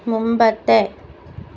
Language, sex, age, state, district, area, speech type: Malayalam, female, 45-60, Kerala, Kottayam, rural, read